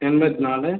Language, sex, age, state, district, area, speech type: Tamil, male, 18-30, Tamil Nadu, Cuddalore, rural, conversation